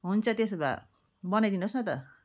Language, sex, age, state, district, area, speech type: Nepali, female, 30-45, West Bengal, Darjeeling, rural, spontaneous